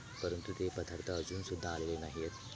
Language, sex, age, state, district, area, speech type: Marathi, male, 18-30, Maharashtra, Thane, rural, spontaneous